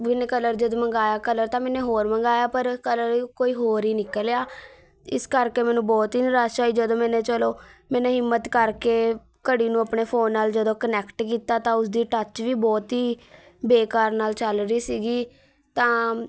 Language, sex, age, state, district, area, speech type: Punjabi, female, 18-30, Punjab, Patiala, urban, spontaneous